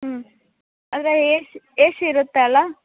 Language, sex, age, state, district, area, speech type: Kannada, female, 18-30, Karnataka, Mandya, rural, conversation